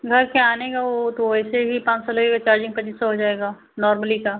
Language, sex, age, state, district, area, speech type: Hindi, female, 30-45, Uttar Pradesh, Ghazipur, rural, conversation